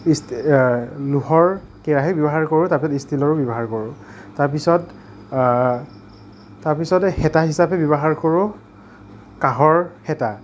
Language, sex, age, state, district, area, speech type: Assamese, male, 60+, Assam, Nagaon, rural, spontaneous